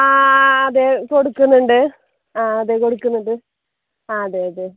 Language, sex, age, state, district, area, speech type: Malayalam, female, 18-30, Kerala, Palakkad, rural, conversation